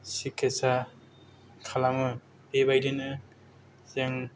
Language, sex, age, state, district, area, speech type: Bodo, male, 18-30, Assam, Kokrajhar, rural, spontaneous